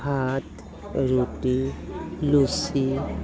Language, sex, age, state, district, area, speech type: Assamese, female, 45-60, Assam, Goalpara, urban, spontaneous